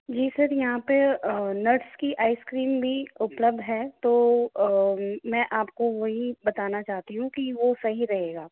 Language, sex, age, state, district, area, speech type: Hindi, female, 18-30, Rajasthan, Jaipur, urban, conversation